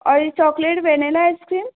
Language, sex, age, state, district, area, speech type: Hindi, female, 18-30, Madhya Pradesh, Balaghat, rural, conversation